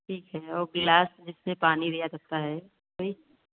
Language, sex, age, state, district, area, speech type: Hindi, female, 30-45, Uttar Pradesh, Varanasi, rural, conversation